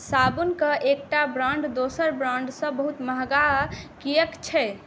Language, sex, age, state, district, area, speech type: Maithili, female, 18-30, Bihar, Saharsa, urban, read